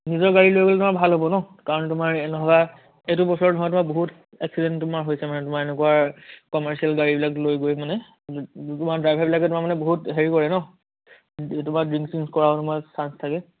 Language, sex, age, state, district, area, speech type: Assamese, male, 18-30, Assam, Biswanath, rural, conversation